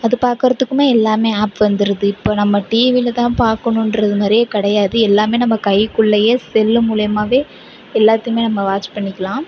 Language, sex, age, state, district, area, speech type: Tamil, female, 18-30, Tamil Nadu, Mayiladuthurai, rural, spontaneous